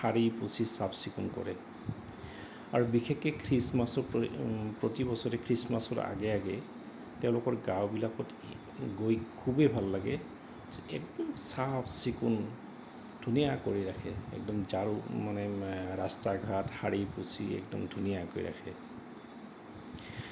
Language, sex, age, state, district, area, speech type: Assamese, male, 45-60, Assam, Goalpara, urban, spontaneous